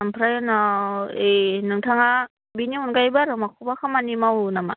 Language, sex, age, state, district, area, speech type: Bodo, female, 18-30, Assam, Udalguri, urban, conversation